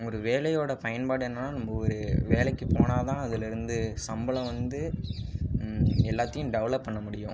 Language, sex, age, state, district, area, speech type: Tamil, male, 18-30, Tamil Nadu, Ariyalur, rural, spontaneous